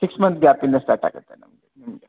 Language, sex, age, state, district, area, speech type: Kannada, male, 30-45, Karnataka, Bangalore Rural, rural, conversation